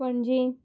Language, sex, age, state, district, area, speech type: Goan Konkani, female, 18-30, Goa, Murmgao, urban, spontaneous